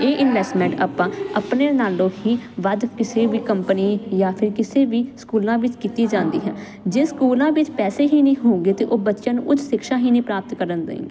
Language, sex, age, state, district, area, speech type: Punjabi, female, 18-30, Punjab, Jalandhar, urban, spontaneous